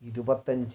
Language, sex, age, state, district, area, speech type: Malayalam, male, 18-30, Kerala, Wayanad, rural, spontaneous